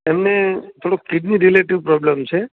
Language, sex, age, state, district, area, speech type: Gujarati, male, 45-60, Gujarat, Amreli, rural, conversation